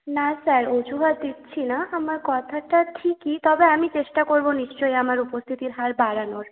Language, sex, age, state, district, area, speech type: Bengali, female, 18-30, West Bengal, Purulia, urban, conversation